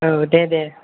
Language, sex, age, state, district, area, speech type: Bodo, male, 18-30, Assam, Kokrajhar, rural, conversation